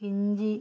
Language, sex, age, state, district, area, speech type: Malayalam, female, 60+, Kerala, Wayanad, rural, spontaneous